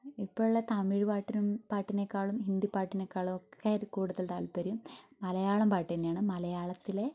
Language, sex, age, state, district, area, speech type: Malayalam, female, 18-30, Kerala, Wayanad, rural, spontaneous